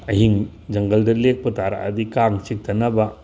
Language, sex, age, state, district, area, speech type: Manipuri, male, 60+, Manipur, Tengnoupal, rural, spontaneous